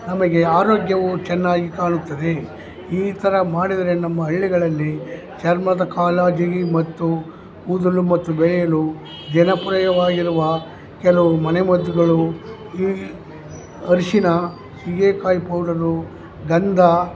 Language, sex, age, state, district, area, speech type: Kannada, male, 60+, Karnataka, Chamarajanagar, rural, spontaneous